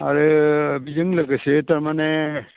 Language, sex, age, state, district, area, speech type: Bodo, male, 60+, Assam, Udalguri, urban, conversation